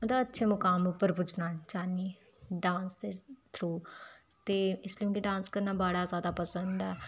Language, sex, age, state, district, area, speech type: Dogri, female, 18-30, Jammu and Kashmir, Udhampur, rural, spontaneous